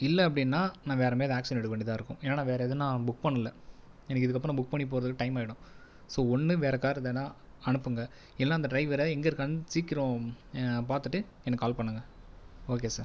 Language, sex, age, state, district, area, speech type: Tamil, male, 18-30, Tamil Nadu, Viluppuram, urban, spontaneous